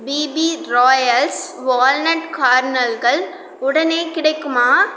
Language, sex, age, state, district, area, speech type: Tamil, female, 30-45, Tamil Nadu, Cuddalore, rural, read